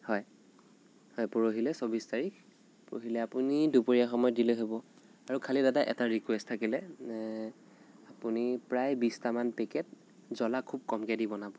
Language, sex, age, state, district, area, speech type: Assamese, male, 18-30, Assam, Nagaon, rural, spontaneous